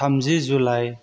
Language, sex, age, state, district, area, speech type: Bodo, male, 30-45, Assam, Kokrajhar, rural, spontaneous